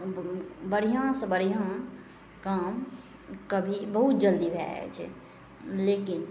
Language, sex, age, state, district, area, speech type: Maithili, female, 18-30, Bihar, Araria, rural, spontaneous